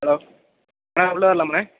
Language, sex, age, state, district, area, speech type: Tamil, male, 18-30, Tamil Nadu, Mayiladuthurai, urban, conversation